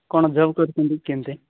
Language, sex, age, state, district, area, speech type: Odia, male, 18-30, Odisha, Nabarangpur, urban, conversation